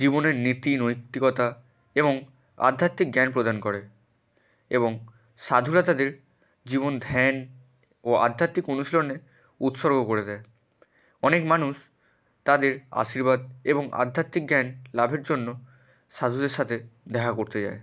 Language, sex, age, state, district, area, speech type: Bengali, male, 18-30, West Bengal, Hooghly, urban, spontaneous